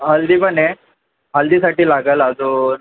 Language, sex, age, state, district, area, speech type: Marathi, male, 18-30, Maharashtra, Thane, urban, conversation